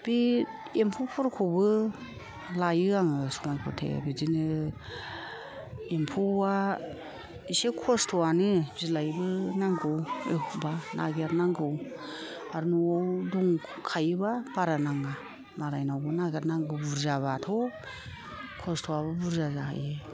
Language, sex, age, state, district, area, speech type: Bodo, female, 60+, Assam, Kokrajhar, rural, spontaneous